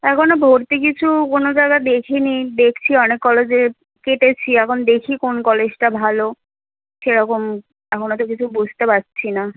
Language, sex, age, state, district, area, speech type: Bengali, female, 18-30, West Bengal, Darjeeling, rural, conversation